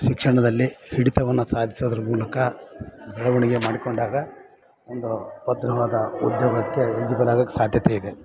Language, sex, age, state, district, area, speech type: Kannada, male, 30-45, Karnataka, Bellary, rural, spontaneous